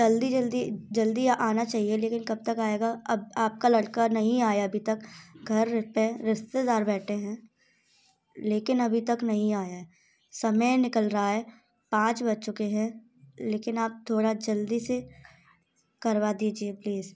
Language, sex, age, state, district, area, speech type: Hindi, female, 18-30, Madhya Pradesh, Gwalior, rural, spontaneous